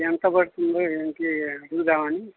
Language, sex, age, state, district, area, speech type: Telugu, male, 60+, Andhra Pradesh, N T Rama Rao, urban, conversation